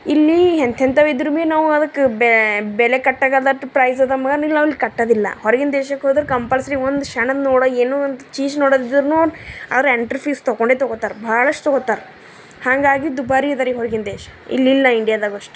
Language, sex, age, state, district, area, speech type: Kannada, female, 30-45, Karnataka, Bidar, urban, spontaneous